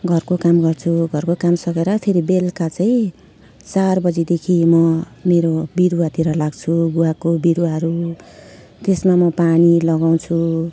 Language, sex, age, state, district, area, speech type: Nepali, female, 45-60, West Bengal, Jalpaiguri, urban, spontaneous